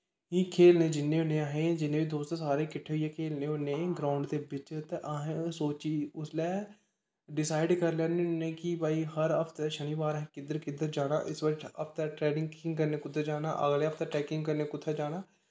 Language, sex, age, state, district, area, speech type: Dogri, male, 18-30, Jammu and Kashmir, Kathua, rural, spontaneous